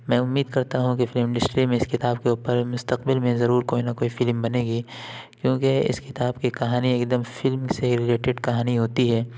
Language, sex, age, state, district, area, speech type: Urdu, male, 45-60, Uttar Pradesh, Lucknow, urban, spontaneous